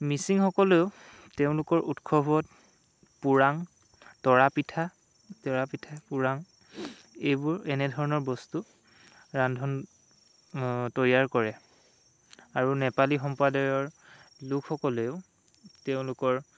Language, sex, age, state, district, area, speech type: Assamese, male, 18-30, Assam, Dhemaji, rural, spontaneous